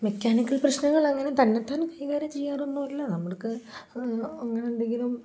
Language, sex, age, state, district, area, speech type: Malayalam, female, 30-45, Kerala, Kozhikode, rural, spontaneous